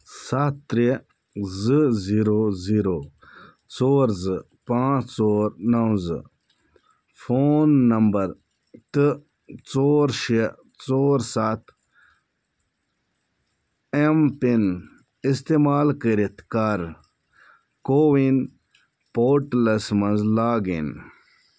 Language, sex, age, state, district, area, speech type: Kashmiri, male, 30-45, Jammu and Kashmir, Bandipora, rural, read